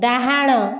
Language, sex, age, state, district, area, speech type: Odia, female, 45-60, Odisha, Khordha, rural, read